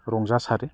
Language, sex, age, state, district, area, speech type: Bodo, male, 30-45, Assam, Kokrajhar, urban, spontaneous